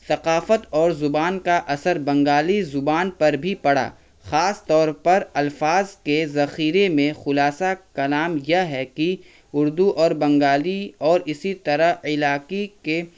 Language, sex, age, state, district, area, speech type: Urdu, male, 30-45, Bihar, Araria, rural, spontaneous